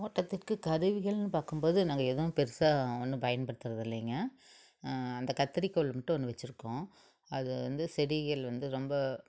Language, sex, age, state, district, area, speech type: Tamil, female, 45-60, Tamil Nadu, Tiruppur, urban, spontaneous